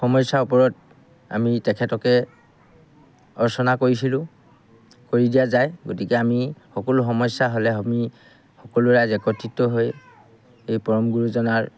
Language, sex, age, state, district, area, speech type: Assamese, male, 45-60, Assam, Golaghat, urban, spontaneous